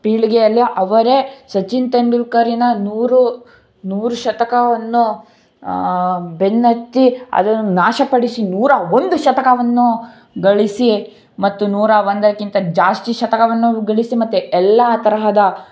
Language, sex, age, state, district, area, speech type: Kannada, male, 18-30, Karnataka, Shimoga, rural, spontaneous